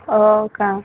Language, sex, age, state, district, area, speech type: Marathi, female, 18-30, Maharashtra, Buldhana, rural, conversation